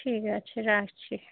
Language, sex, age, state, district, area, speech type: Bengali, female, 45-60, West Bengal, Darjeeling, urban, conversation